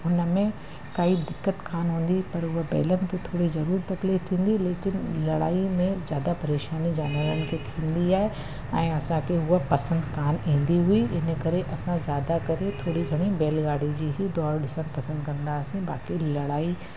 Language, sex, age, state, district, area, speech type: Sindhi, female, 30-45, Uttar Pradesh, Lucknow, rural, spontaneous